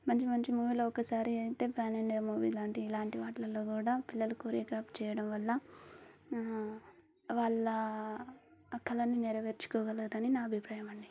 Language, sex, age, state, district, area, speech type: Telugu, female, 30-45, Telangana, Warangal, rural, spontaneous